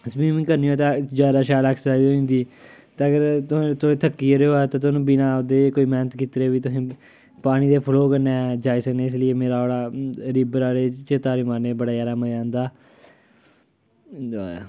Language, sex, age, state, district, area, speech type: Dogri, male, 30-45, Jammu and Kashmir, Kathua, rural, spontaneous